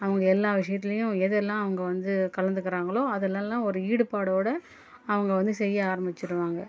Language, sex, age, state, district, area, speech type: Tamil, female, 30-45, Tamil Nadu, Chennai, urban, spontaneous